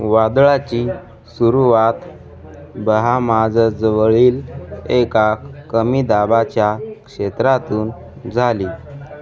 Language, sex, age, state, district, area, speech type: Marathi, male, 18-30, Maharashtra, Hingoli, urban, read